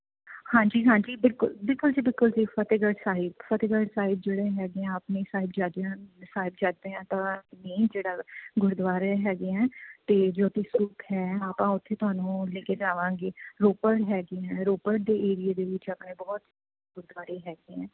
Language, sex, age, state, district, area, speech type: Punjabi, female, 30-45, Punjab, Mohali, urban, conversation